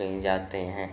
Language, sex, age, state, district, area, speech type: Hindi, male, 18-30, Uttar Pradesh, Ghazipur, urban, spontaneous